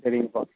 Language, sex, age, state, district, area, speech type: Tamil, male, 18-30, Tamil Nadu, Dharmapuri, rural, conversation